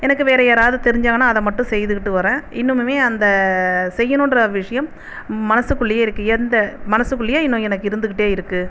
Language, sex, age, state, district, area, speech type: Tamil, female, 45-60, Tamil Nadu, Viluppuram, urban, spontaneous